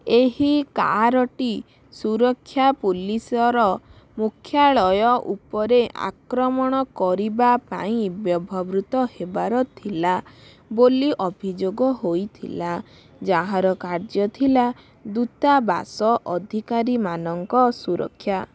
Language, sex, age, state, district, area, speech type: Odia, female, 18-30, Odisha, Bhadrak, rural, read